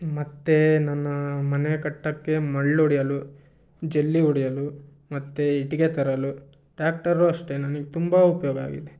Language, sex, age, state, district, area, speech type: Kannada, male, 18-30, Karnataka, Chitradurga, rural, spontaneous